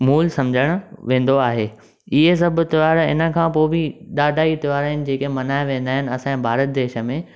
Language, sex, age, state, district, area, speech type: Sindhi, male, 18-30, Maharashtra, Thane, urban, spontaneous